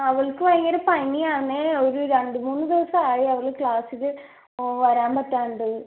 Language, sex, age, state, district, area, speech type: Malayalam, female, 18-30, Kerala, Ernakulam, rural, conversation